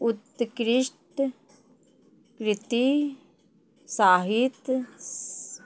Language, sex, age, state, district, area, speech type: Maithili, female, 45-60, Bihar, Madhubani, rural, read